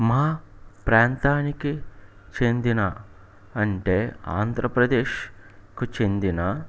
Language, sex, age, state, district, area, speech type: Telugu, male, 30-45, Andhra Pradesh, Palnadu, urban, spontaneous